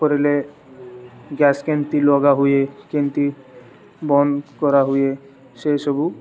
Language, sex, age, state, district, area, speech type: Odia, male, 18-30, Odisha, Malkangiri, urban, spontaneous